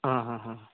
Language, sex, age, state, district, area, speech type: Goan Konkani, male, 30-45, Goa, Canacona, rural, conversation